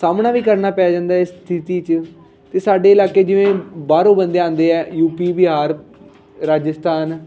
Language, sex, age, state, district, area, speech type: Punjabi, male, 18-30, Punjab, Ludhiana, rural, spontaneous